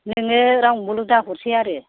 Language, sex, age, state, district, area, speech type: Bodo, female, 60+, Assam, Kokrajhar, urban, conversation